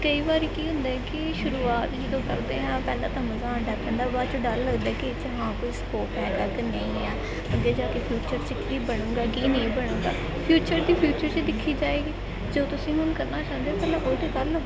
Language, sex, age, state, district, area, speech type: Punjabi, female, 18-30, Punjab, Gurdaspur, urban, spontaneous